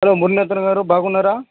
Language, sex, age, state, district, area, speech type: Telugu, male, 18-30, Andhra Pradesh, Sri Balaji, urban, conversation